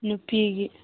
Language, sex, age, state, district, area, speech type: Manipuri, female, 18-30, Manipur, Senapati, urban, conversation